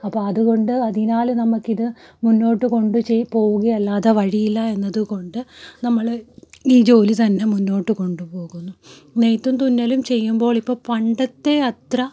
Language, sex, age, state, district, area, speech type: Malayalam, female, 30-45, Kerala, Malappuram, rural, spontaneous